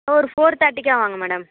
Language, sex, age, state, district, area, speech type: Tamil, female, 30-45, Tamil Nadu, Nagapattinam, rural, conversation